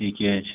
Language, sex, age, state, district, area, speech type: Maithili, male, 30-45, Bihar, Madhepura, rural, conversation